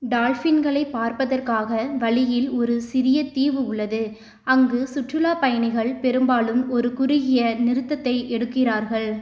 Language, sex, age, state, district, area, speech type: Tamil, female, 18-30, Tamil Nadu, Tiruchirappalli, urban, read